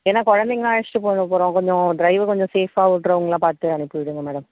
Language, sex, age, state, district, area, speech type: Tamil, female, 60+, Tamil Nadu, Mayiladuthurai, rural, conversation